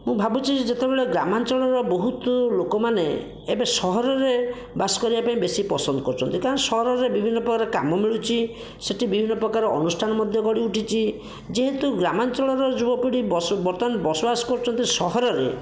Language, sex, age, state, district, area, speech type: Odia, male, 30-45, Odisha, Bhadrak, rural, spontaneous